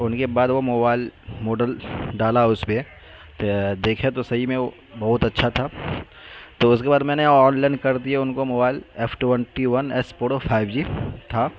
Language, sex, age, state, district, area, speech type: Urdu, male, 18-30, Bihar, Madhubani, rural, spontaneous